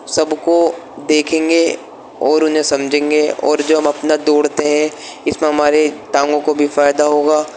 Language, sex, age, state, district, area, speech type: Urdu, male, 18-30, Delhi, East Delhi, urban, spontaneous